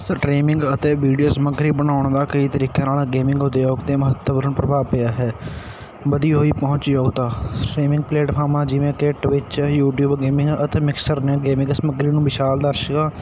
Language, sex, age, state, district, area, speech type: Punjabi, male, 18-30, Punjab, Patiala, urban, spontaneous